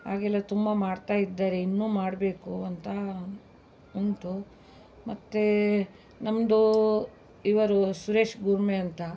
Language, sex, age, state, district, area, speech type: Kannada, female, 60+, Karnataka, Udupi, rural, spontaneous